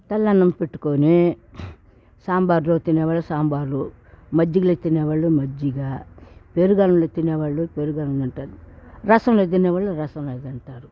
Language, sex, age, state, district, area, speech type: Telugu, female, 60+, Andhra Pradesh, Sri Balaji, urban, spontaneous